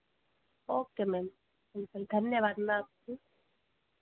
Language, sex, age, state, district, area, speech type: Hindi, female, 18-30, Madhya Pradesh, Harda, urban, conversation